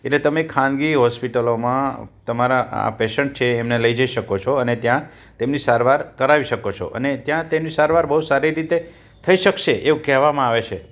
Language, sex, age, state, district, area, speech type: Gujarati, male, 60+, Gujarat, Rajkot, urban, spontaneous